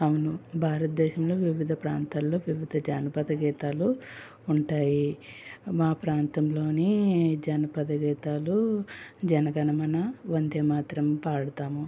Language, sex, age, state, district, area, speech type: Telugu, female, 18-30, Andhra Pradesh, Anakapalli, rural, spontaneous